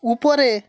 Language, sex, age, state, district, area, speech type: Bengali, male, 30-45, West Bengal, Hooghly, rural, read